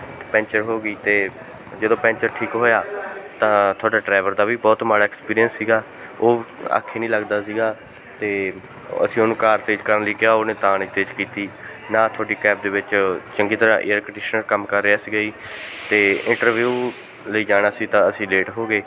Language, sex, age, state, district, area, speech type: Punjabi, male, 18-30, Punjab, Bathinda, rural, spontaneous